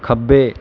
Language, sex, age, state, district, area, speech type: Punjabi, male, 30-45, Punjab, Bathinda, urban, read